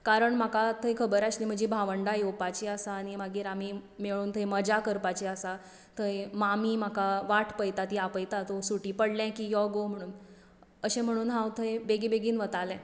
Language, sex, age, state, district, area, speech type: Goan Konkani, female, 30-45, Goa, Tiswadi, rural, spontaneous